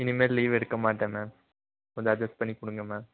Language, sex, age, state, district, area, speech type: Tamil, male, 18-30, Tamil Nadu, Nilgiris, urban, conversation